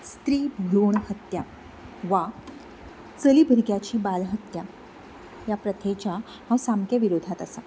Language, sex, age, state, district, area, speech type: Goan Konkani, female, 30-45, Goa, Canacona, rural, spontaneous